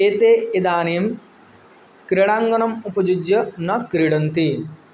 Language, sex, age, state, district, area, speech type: Sanskrit, male, 18-30, West Bengal, Bankura, urban, spontaneous